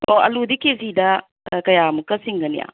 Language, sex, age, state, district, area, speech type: Manipuri, female, 60+, Manipur, Imphal East, urban, conversation